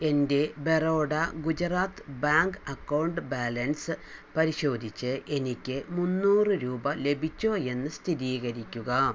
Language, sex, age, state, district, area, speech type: Malayalam, female, 60+, Kerala, Palakkad, rural, read